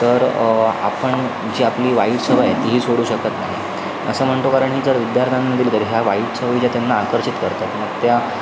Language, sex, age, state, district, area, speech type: Marathi, male, 18-30, Maharashtra, Sindhudurg, rural, spontaneous